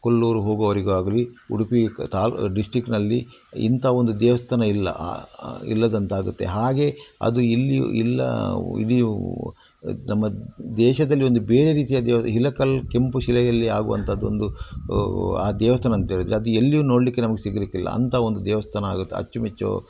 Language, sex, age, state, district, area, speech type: Kannada, male, 60+, Karnataka, Udupi, rural, spontaneous